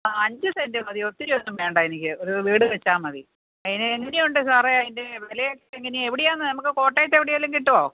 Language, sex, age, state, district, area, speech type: Malayalam, female, 45-60, Kerala, Kottayam, urban, conversation